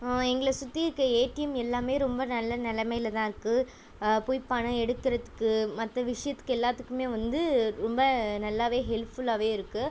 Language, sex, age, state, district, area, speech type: Tamil, female, 18-30, Tamil Nadu, Ariyalur, rural, spontaneous